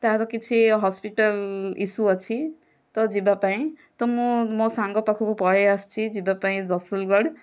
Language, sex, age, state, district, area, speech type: Odia, female, 18-30, Odisha, Kandhamal, rural, spontaneous